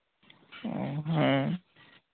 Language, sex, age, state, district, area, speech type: Santali, male, 18-30, Jharkhand, Pakur, rural, conversation